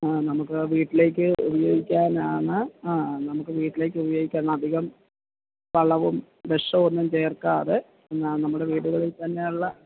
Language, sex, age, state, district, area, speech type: Malayalam, female, 60+, Kerala, Kottayam, urban, conversation